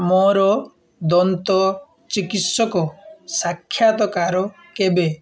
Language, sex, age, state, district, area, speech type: Odia, male, 18-30, Odisha, Balasore, rural, read